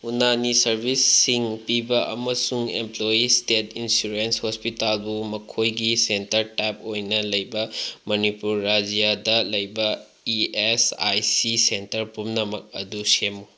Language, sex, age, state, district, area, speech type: Manipuri, male, 18-30, Manipur, Bishnupur, rural, read